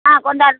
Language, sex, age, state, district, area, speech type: Tamil, female, 60+, Tamil Nadu, Madurai, rural, conversation